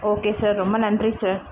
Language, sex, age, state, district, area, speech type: Tamil, female, 30-45, Tamil Nadu, Tiruvallur, urban, spontaneous